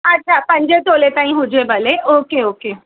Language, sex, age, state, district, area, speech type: Sindhi, female, 30-45, Maharashtra, Mumbai Suburban, urban, conversation